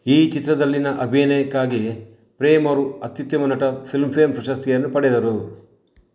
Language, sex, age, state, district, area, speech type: Kannada, male, 60+, Karnataka, Bangalore Rural, rural, read